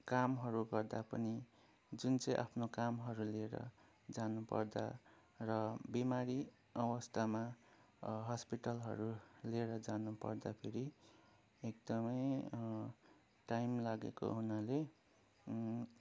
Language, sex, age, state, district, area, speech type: Nepali, male, 18-30, West Bengal, Kalimpong, rural, spontaneous